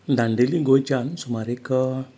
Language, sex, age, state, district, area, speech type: Goan Konkani, male, 30-45, Goa, Salcete, rural, spontaneous